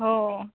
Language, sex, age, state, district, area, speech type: Marathi, female, 18-30, Maharashtra, Satara, rural, conversation